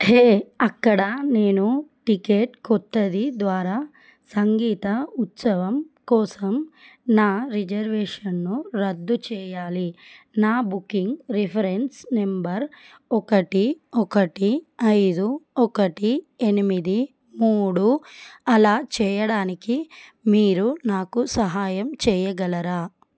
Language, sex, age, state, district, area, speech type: Telugu, female, 30-45, Telangana, Adilabad, rural, read